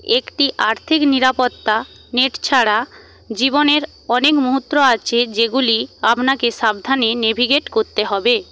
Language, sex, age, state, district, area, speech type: Bengali, female, 18-30, West Bengal, Paschim Medinipur, rural, read